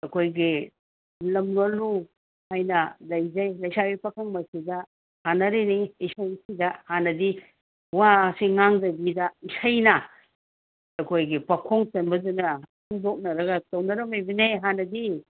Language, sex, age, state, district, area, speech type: Manipuri, female, 60+, Manipur, Ukhrul, rural, conversation